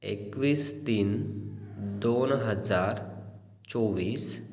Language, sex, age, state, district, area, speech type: Marathi, male, 18-30, Maharashtra, Washim, rural, spontaneous